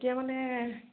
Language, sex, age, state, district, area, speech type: Assamese, female, 18-30, Assam, Nagaon, rural, conversation